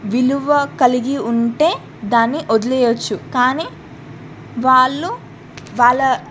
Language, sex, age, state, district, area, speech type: Telugu, female, 18-30, Telangana, Medak, rural, spontaneous